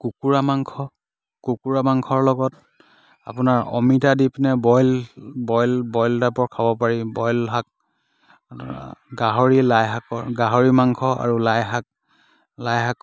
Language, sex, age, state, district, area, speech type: Assamese, male, 30-45, Assam, Dibrugarh, rural, spontaneous